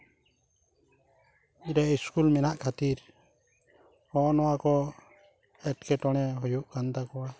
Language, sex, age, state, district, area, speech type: Santali, male, 30-45, West Bengal, Purulia, rural, spontaneous